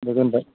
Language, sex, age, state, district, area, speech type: Bodo, male, 45-60, Assam, Udalguri, urban, conversation